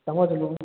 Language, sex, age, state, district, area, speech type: Hindi, male, 30-45, Uttar Pradesh, Prayagraj, rural, conversation